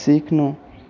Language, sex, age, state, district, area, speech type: Nepali, male, 18-30, West Bengal, Darjeeling, rural, read